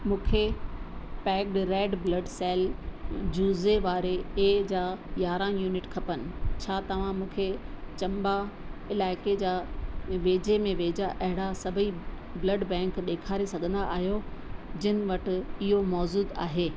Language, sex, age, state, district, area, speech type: Sindhi, female, 60+, Rajasthan, Ajmer, urban, read